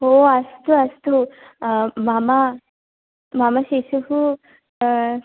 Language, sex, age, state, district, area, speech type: Sanskrit, female, 18-30, Kerala, Kannur, rural, conversation